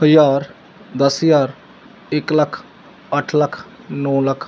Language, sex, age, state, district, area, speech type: Punjabi, male, 30-45, Punjab, Gurdaspur, rural, spontaneous